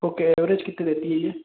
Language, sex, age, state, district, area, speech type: Hindi, male, 18-30, Madhya Pradesh, Bhopal, rural, conversation